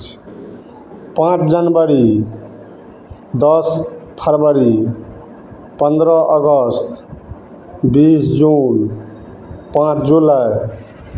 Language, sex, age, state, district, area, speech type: Maithili, male, 60+, Bihar, Madhepura, urban, spontaneous